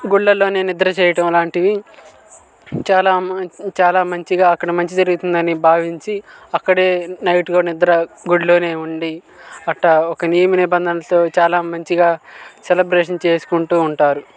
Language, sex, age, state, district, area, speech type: Telugu, male, 18-30, Andhra Pradesh, Guntur, urban, spontaneous